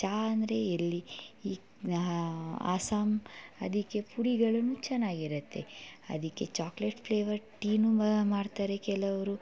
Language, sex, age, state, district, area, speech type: Kannada, female, 18-30, Karnataka, Mysore, rural, spontaneous